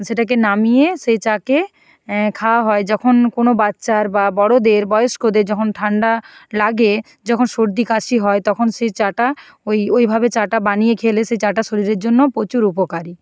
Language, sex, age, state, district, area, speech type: Bengali, female, 45-60, West Bengal, Nadia, rural, spontaneous